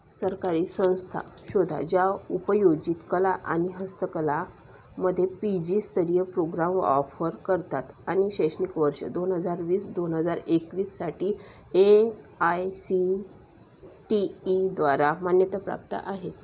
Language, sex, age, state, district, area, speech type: Marathi, female, 30-45, Maharashtra, Nagpur, urban, read